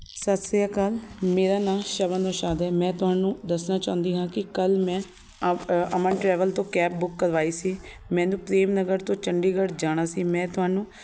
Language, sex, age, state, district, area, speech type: Punjabi, female, 30-45, Punjab, Shaheed Bhagat Singh Nagar, urban, spontaneous